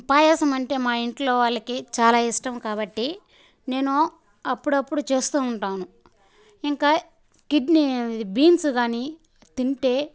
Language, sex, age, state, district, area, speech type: Telugu, female, 18-30, Andhra Pradesh, Sri Balaji, rural, spontaneous